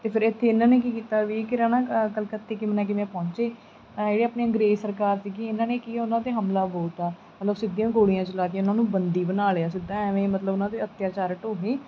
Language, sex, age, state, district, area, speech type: Punjabi, female, 30-45, Punjab, Mansa, urban, spontaneous